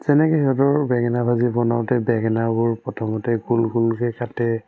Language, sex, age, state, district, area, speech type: Assamese, male, 18-30, Assam, Charaideo, urban, spontaneous